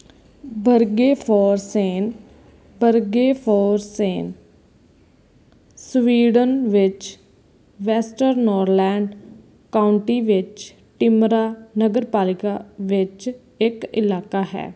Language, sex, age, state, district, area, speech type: Punjabi, female, 18-30, Punjab, Fazilka, rural, read